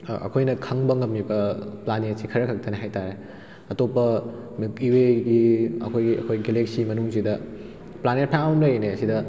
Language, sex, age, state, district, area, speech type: Manipuri, male, 18-30, Manipur, Kakching, rural, spontaneous